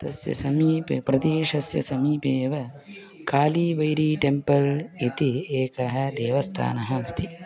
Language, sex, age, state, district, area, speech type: Sanskrit, male, 18-30, Karnataka, Haveri, urban, spontaneous